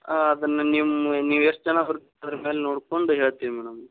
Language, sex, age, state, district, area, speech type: Kannada, male, 30-45, Karnataka, Gadag, rural, conversation